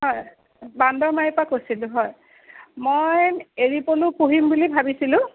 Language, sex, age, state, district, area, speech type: Assamese, female, 45-60, Assam, Sonitpur, urban, conversation